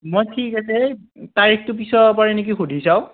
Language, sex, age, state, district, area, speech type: Assamese, male, 45-60, Assam, Morigaon, rural, conversation